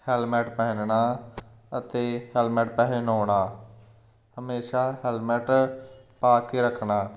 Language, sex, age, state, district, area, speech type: Punjabi, male, 18-30, Punjab, Firozpur, rural, spontaneous